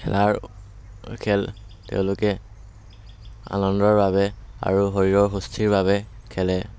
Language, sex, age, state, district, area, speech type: Assamese, male, 18-30, Assam, Dhemaji, rural, spontaneous